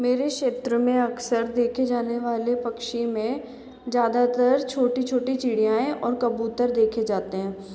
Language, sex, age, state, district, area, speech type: Hindi, female, 60+, Rajasthan, Jaipur, urban, spontaneous